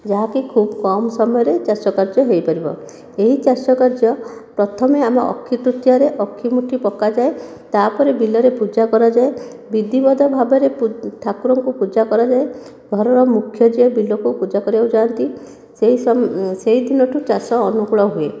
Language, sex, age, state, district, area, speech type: Odia, female, 30-45, Odisha, Khordha, rural, spontaneous